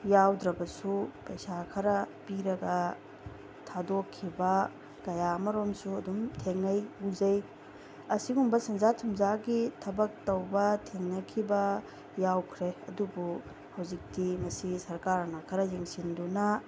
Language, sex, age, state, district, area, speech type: Manipuri, female, 30-45, Manipur, Tengnoupal, rural, spontaneous